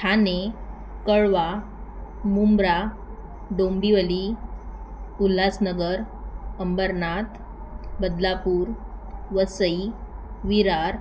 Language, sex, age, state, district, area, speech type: Marathi, female, 18-30, Maharashtra, Thane, urban, spontaneous